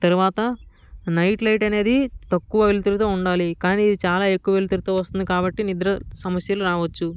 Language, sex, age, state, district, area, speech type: Telugu, male, 18-30, Andhra Pradesh, Vizianagaram, rural, spontaneous